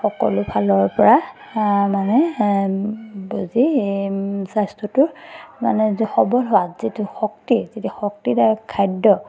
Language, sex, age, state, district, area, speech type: Assamese, female, 30-45, Assam, Majuli, urban, spontaneous